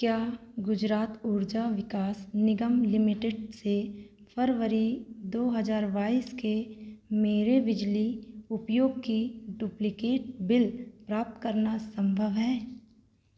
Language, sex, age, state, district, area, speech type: Hindi, female, 30-45, Madhya Pradesh, Seoni, rural, read